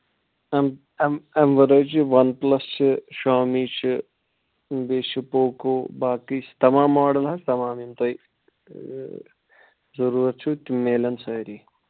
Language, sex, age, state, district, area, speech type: Kashmiri, male, 18-30, Jammu and Kashmir, Anantnag, urban, conversation